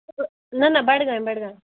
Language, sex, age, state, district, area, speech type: Kashmiri, female, 18-30, Jammu and Kashmir, Budgam, rural, conversation